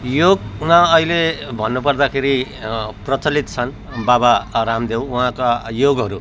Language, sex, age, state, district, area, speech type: Nepali, male, 45-60, West Bengal, Jalpaiguri, urban, spontaneous